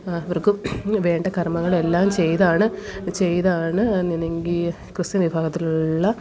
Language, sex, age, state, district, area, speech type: Malayalam, female, 30-45, Kerala, Kollam, rural, spontaneous